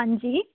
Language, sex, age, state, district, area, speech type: Punjabi, female, 18-30, Punjab, Fazilka, rural, conversation